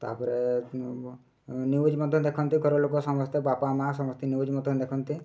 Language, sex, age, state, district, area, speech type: Odia, male, 30-45, Odisha, Mayurbhanj, rural, spontaneous